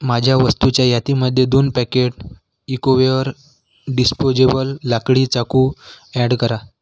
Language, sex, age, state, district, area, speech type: Marathi, male, 18-30, Maharashtra, Washim, rural, read